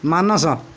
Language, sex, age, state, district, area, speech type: Odia, male, 45-60, Odisha, Jagatsinghpur, urban, spontaneous